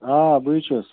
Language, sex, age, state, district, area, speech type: Kashmiri, male, 60+, Jammu and Kashmir, Budgam, rural, conversation